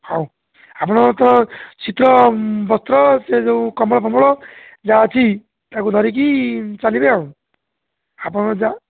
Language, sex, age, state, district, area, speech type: Odia, male, 60+, Odisha, Jharsuguda, rural, conversation